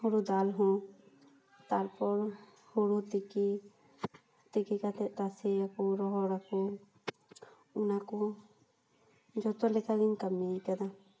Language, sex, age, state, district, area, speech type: Santali, female, 18-30, West Bengal, Paschim Bardhaman, urban, spontaneous